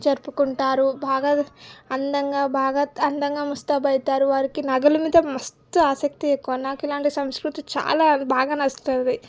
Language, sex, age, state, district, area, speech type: Telugu, female, 18-30, Telangana, Medak, rural, spontaneous